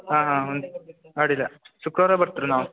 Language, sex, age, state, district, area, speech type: Kannada, male, 18-30, Karnataka, Uttara Kannada, rural, conversation